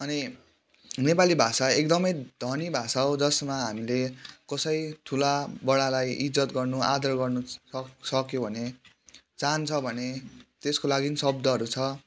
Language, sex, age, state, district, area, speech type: Nepali, male, 18-30, West Bengal, Kalimpong, rural, spontaneous